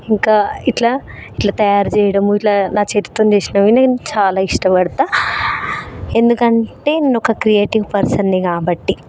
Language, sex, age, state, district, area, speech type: Telugu, female, 18-30, Telangana, Hyderabad, urban, spontaneous